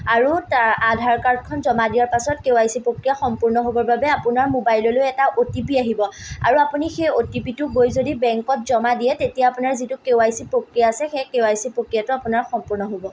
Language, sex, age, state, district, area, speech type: Assamese, female, 18-30, Assam, Majuli, urban, spontaneous